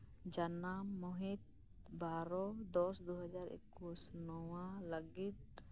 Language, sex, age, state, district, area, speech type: Santali, female, 30-45, West Bengal, Birbhum, rural, read